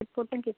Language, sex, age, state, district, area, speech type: Malayalam, female, 45-60, Kerala, Kozhikode, urban, conversation